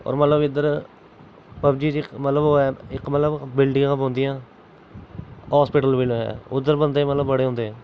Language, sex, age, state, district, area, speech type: Dogri, male, 18-30, Jammu and Kashmir, Jammu, urban, spontaneous